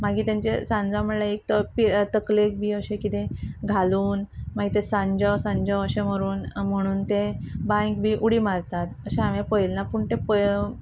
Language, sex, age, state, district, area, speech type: Goan Konkani, female, 30-45, Goa, Quepem, rural, spontaneous